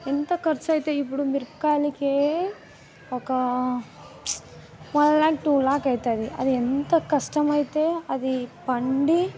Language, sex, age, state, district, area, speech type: Telugu, female, 30-45, Telangana, Vikarabad, rural, spontaneous